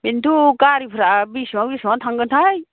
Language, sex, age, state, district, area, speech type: Bodo, female, 60+, Assam, Chirang, rural, conversation